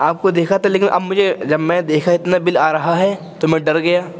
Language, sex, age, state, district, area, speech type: Urdu, male, 18-30, Uttar Pradesh, Muzaffarnagar, urban, spontaneous